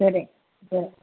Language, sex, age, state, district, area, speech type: Tamil, female, 60+, Tamil Nadu, Dharmapuri, urban, conversation